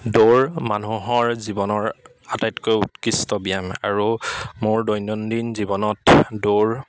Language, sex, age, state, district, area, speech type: Assamese, male, 30-45, Assam, Dibrugarh, rural, spontaneous